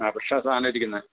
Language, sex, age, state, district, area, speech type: Malayalam, male, 45-60, Kerala, Idukki, rural, conversation